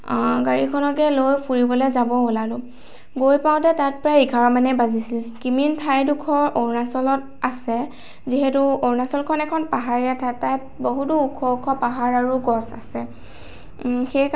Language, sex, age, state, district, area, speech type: Assamese, female, 18-30, Assam, Lakhimpur, rural, spontaneous